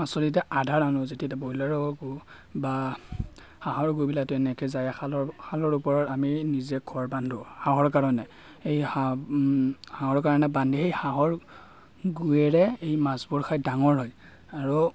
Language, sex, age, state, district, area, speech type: Assamese, male, 30-45, Assam, Darrang, rural, spontaneous